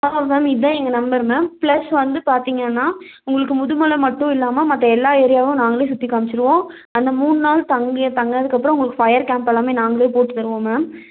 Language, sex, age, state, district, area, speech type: Tamil, female, 18-30, Tamil Nadu, Nilgiris, rural, conversation